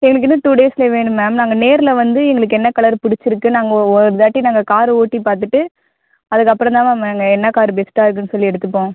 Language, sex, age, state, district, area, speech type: Tamil, female, 18-30, Tamil Nadu, Viluppuram, urban, conversation